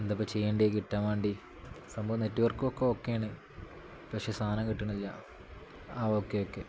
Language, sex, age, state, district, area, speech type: Malayalam, male, 18-30, Kerala, Malappuram, rural, spontaneous